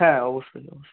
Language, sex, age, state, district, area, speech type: Bengali, male, 18-30, West Bengal, Darjeeling, rural, conversation